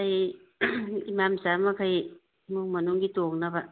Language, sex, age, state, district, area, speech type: Manipuri, female, 45-60, Manipur, Imphal East, rural, conversation